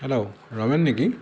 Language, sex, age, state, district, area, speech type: Assamese, male, 60+, Assam, Dhemaji, urban, spontaneous